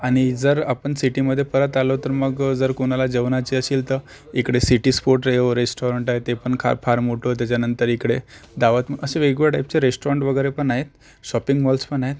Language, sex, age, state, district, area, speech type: Marathi, male, 45-60, Maharashtra, Akola, urban, spontaneous